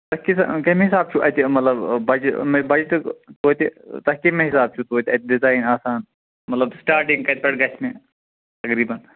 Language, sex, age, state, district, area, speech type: Kashmiri, male, 30-45, Jammu and Kashmir, Ganderbal, rural, conversation